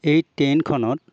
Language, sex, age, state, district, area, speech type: Assamese, male, 60+, Assam, Golaghat, urban, spontaneous